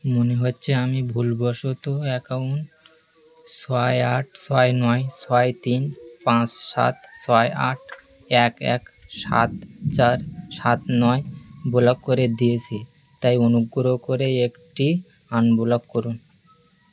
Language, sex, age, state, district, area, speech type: Bengali, male, 18-30, West Bengal, Birbhum, urban, read